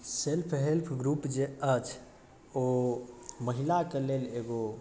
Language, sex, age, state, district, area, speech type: Maithili, male, 18-30, Bihar, Darbhanga, rural, spontaneous